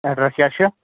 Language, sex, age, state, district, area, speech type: Kashmiri, male, 30-45, Jammu and Kashmir, Ganderbal, rural, conversation